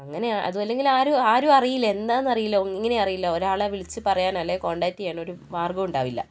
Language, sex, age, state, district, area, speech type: Malayalam, male, 30-45, Kerala, Wayanad, rural, spontaneous